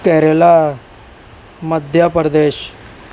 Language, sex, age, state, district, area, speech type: Urdu, male, 18-30, Maharashtra, Nashik, urban, spontaneous